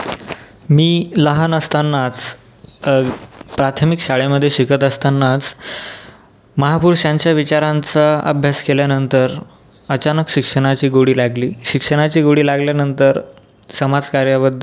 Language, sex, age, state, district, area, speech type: Marathi, male, 18-30, Maharashtra, Buldhana, rural, spontaneous